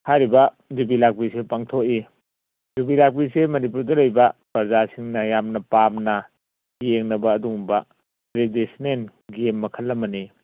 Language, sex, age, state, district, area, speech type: Manipuri, male, 60+, Manipur, Churachandpur, urban, conversation